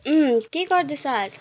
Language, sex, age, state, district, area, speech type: Nepali, female, 18-30, West Bengal, Kalimpong, rural, spontaneous